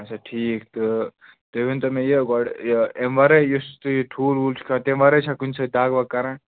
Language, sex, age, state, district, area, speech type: Kashmiri, male, 18-30, Jammu and Kashmir, Ganderbal, rural, conversation